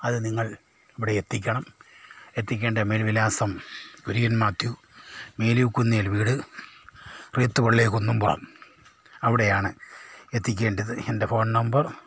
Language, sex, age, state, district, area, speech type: Malayalam, male, 60+, Kerala, Kollam, rural, spontaneous